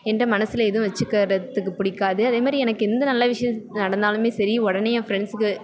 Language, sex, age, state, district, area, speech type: Tamil, female, 18-30, Tamil Nadu, Thanjavur, rural, spontaneous